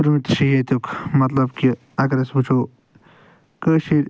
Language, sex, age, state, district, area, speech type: Kashmiri, male, 60+, Jammu and Kashmir, Ganderbal, urban, spontaneous